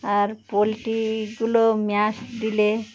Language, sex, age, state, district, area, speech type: Bengali, female, 60+, West Bengal, Birbhum, urban, spontaneous